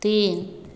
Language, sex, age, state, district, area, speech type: Hindi, female, 45-60, Bihar, Begusarai, urban, read